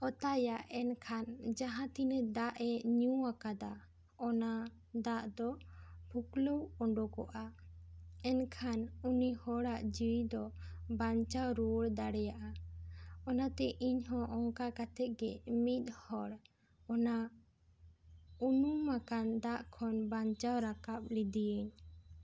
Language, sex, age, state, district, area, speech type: Santali, female, 18-30, West Bengal, Bankura, rural, spontaneous